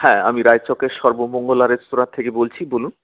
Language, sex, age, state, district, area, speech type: Bengali, male, 45-60, West Bengal, Paschim Bardhaman, urban, conversation